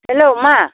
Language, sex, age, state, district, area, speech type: Bodo, female, 60+, Assam, Baksa, rural, conversation